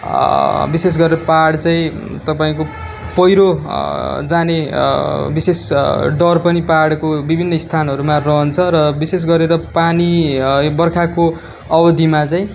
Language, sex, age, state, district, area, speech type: Nepali, male, 18-30, West Bengal, Darjeeling, rural, spontaneous